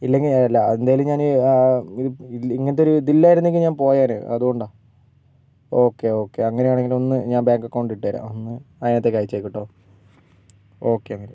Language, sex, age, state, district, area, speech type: Malayalam, male, 18-30, Kerala, Wayanad, rural, spontaneous